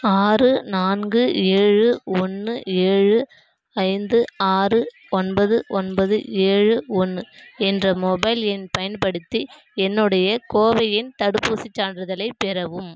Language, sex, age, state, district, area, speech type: Tamil, female, 18-30, Tamil Nadu, Kallakurichi, rural, read